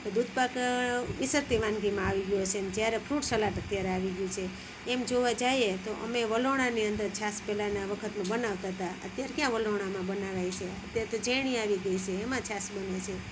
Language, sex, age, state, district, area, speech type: Gujarati, female, 60+, Gujarat, Junagadh, rural, spontaneous